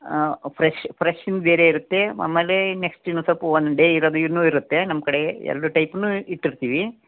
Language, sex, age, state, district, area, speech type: Kannada, male, 45-60, Karnataka, Davanagere, rural, conversation